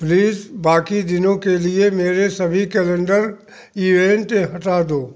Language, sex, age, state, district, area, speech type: Hindi, male, 60+, Uttar Pradesh, Jaunpur, rural, read